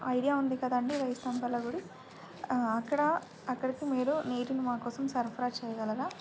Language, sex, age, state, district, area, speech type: Telugu, female, 18-30, Telangana, Bhadradri Kothagudem, rural, spontaneous